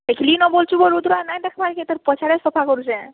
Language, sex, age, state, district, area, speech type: Odia, female, 45-60, Odisha, Boudh, rural, conversation